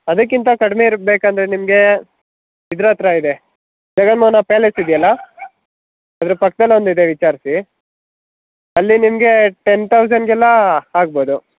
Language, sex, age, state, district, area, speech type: Kannada, male, 18-30, Karnataka, Mysore, rural, conversation